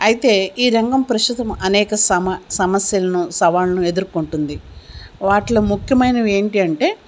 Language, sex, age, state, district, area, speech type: Telugu, female, 60+, Telangana, Hyderabad, urban, spontaneous